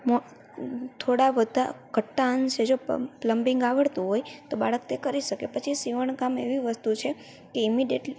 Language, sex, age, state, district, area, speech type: Gujarati, female, 18-30, Gujarat, Rajkot, rural, spontaneous